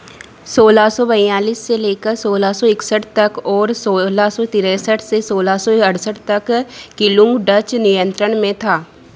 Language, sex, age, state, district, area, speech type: Hindi, female, 30-45, Madhya Pradesh, Harda, urban, read